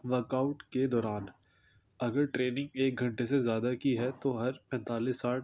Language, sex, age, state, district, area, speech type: Urdu, male, 18-30, Delhi, North East Delhi, urban, spontaneous